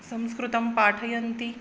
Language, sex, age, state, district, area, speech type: Sanskrit, female, 30-45, Maharashtra, Akola, urban, spontaneous